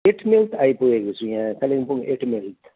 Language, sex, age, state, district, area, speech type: Nepali, male, 45-60, West Bengal, Kalimpong, rural, conversation